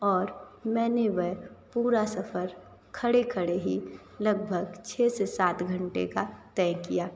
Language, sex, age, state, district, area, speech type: Hindi, female, 30-45, Uttar Pradesh, Sonbhadra, rural, spontaneous